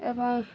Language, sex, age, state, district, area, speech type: Odia, female, 30-45, Odisha, Koraput, urban, spontaneous